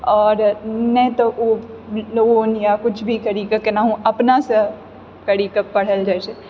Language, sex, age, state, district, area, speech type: Maithili, female, 30-45, Bihar, Purnia, urban, spontaneous